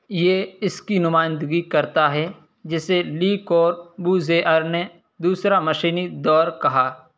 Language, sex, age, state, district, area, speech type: Urdu, male, 18-30, Uttar Pradesh, Saharanpur, urban, read